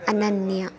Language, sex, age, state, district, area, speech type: Sanskrit, female, 18-30, Karnataka, Vijayanagara, urban, spontaneous